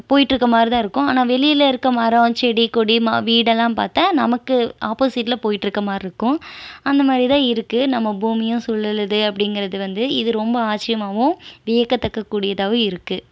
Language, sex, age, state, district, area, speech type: Tamil, female, 18-30, Tamil Nadu, Erode, rural, spontaneous